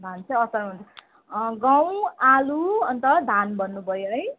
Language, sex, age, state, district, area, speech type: Nepali, female, 30-45, West Bengal, Jalpaiguri, urban, conversation